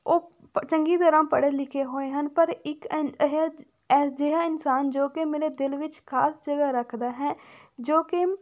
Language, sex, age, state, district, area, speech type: Punjabi, female, 18-30, Punjab, Fatehgarh Sahib, rural, spontaneous